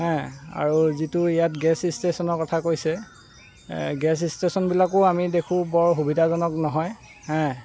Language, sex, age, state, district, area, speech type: Assamese, male, 45-60, Assam, Dibrugarh, rural, spontaneous